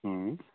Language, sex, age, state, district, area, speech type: Maithili, male, 45-60, Bihar, Saharsa, rural, conversation